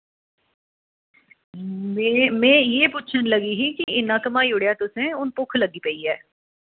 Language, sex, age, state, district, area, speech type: Dogri, female, 30-45, Jammu and Kashmir, Jammu, urban, conversation